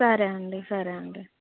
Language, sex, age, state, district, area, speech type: Telugu, female, 18-30, Andhra Pradesh, Alluri Sitarama Raju, rural, conversation